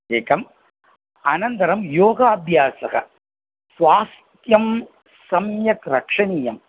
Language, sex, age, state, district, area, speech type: Sanskrit, male, 60+, Tamil Nadu, Coimbatore, urban, conversation